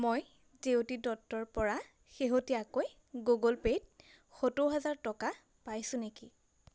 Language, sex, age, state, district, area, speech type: Assamese, female, 18-30, Assam, Majuli, urban, read